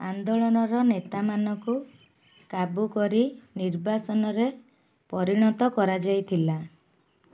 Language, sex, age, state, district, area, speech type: Odia, female, 18-30, Odisha, Jagatsinghpur, urban, read